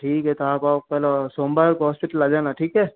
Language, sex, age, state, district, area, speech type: Hindi, male, 60+, Rajasthan, Jodhpur, urban, conversation